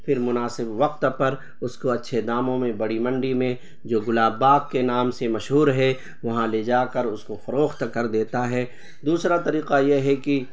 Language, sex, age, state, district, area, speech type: Urdu, male, 30-45, Bihar, Purnia, rural, spontaneous